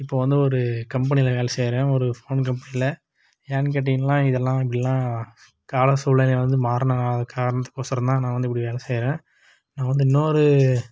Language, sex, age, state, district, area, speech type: Tamil, male, 18-30, Tamil Nadu, Dharmapuri, rural, spontaneous